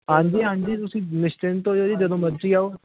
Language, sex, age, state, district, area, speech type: Punjabi, male, 18-30, Punjab, Ludhiana, urban, conversation